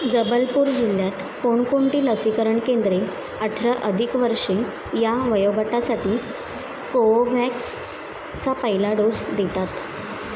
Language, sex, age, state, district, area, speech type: Marathi, female, 18-30, Maharashtra, Mumbai Suburban, urban, read